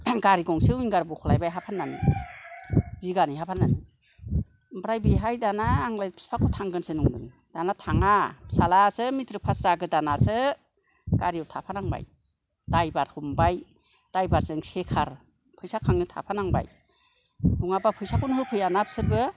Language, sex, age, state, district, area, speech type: Bodo, female, 60+, Assam, Kokrajhar, rural, spontaneous